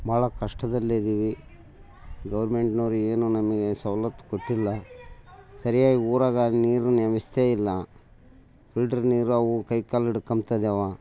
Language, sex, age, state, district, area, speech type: Kannada, male, 60+, Karnataka, Bellary, rural, spontaneous